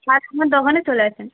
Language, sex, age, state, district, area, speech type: Bengali, female, 18-30, West Bengal, Uttar Dinajpur, urban, conversation